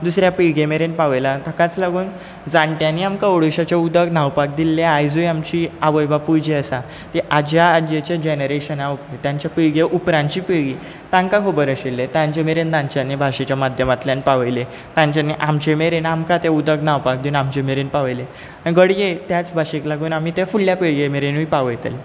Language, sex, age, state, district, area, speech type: Goan Konkani, male, 18-30, Goa, Bardez, rural, spontaneous